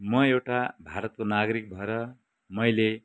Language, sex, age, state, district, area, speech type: Nepali, male, 60+, West Bengal, Kalimpong, rural, spontaneous